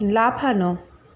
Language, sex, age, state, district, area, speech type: Bengali, female, 45-60, West Bengal, Purba Medinipur, rural, read